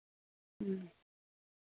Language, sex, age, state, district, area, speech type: Santali, male, 18-30, Jharkhand, Pakur, rural, conversation